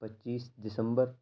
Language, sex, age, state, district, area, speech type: Urdu, male, 18-30, Uttar Pradesh, Ghaziabad, urban, spontaneous